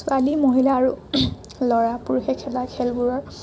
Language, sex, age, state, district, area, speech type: Assamese, female, 18-30, Assam, Morigaon, rural, spontaneous